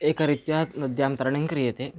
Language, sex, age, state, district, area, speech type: Sanskrit, male, 18-30, Karnataka, Chikkamagaluru, rural, spontaneous